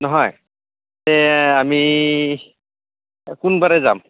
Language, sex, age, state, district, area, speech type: Assamese, male, 30-45, Assam, Goalpara, urban, conversation